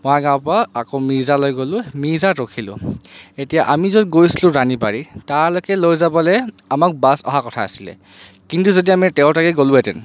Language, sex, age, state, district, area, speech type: Assamese, male, 30-45, Assam, Charaideo, urban, spontaneous